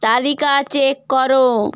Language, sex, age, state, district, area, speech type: Bengali, female, 18-30, West Bengal, Hooghly, urban, read